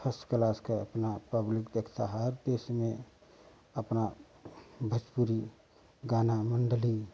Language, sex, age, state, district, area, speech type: Hindi, male, 45-60, Uttar Pradesh, Ghazipur, rural, spontaneous